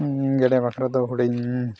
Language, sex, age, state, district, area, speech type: Santali, male, 45-60, Odisha, Mayurbhanj, rural, spontaneous